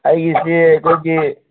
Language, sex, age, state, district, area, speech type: Manipuri, male, 45-60, Manipur, Churachandpur, urban, conversation